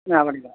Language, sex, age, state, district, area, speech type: Tamil, male, 60+, Tamil Nadu, Madurai, rural, conversation